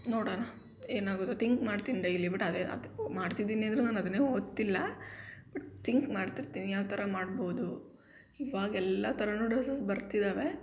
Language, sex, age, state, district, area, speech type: Kannada, female, 18-30, Karnataka, Davanagere, rural, spontaneous